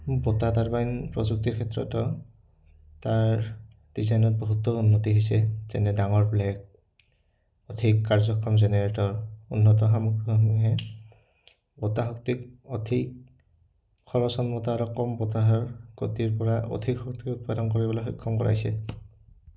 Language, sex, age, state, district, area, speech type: Assamese, male, 18-30, Assam, Udalguri, rural, spontaneous